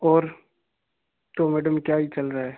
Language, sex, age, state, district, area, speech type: Hindi, male, 18-30, Rajasthan, Ajmer, urban, conversation